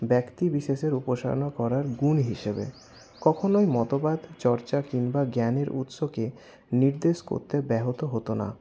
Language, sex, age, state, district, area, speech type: Bengali, male, 60+, West Bengal, Paschim Bardhaman, urban, spontaneous